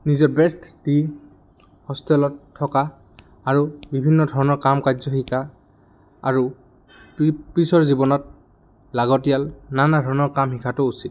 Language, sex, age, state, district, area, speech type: Assamese, male, 18-30, Assam, Goalpara, urban, spontaneous